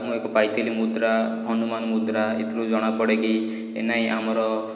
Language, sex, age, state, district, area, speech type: Odia, male, 30-45, Odisha, Puri, urban, spontaneous